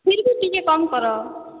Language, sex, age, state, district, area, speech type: Odia, female, 60+, Odisha, Boudh, rural, conversation